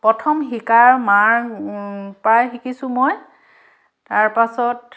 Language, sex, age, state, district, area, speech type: Assamese, female, 30-45, Assam, Dhemaji, urban, spontaneous